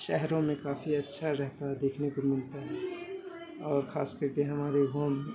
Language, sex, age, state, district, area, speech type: Urdu, male, 18-30, Bihar, Saharsa, rural, spontaneous